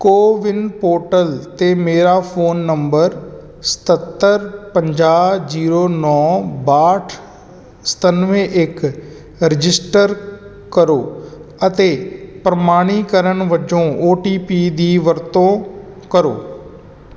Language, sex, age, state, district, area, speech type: Punjabi, male, 30-45, Punjab, Kapurthala, urban, read